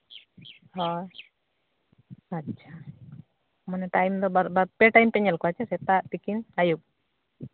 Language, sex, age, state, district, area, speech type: Santali, female, 30-45, Jharkhand, Seraikela Kharsawan, rural, conversation